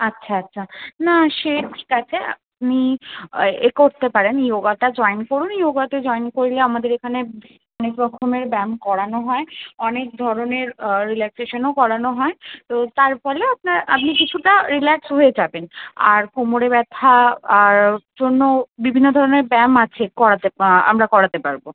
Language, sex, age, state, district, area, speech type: Bengali, female, 18-30, West Bengal, Kolkata, urban, conversation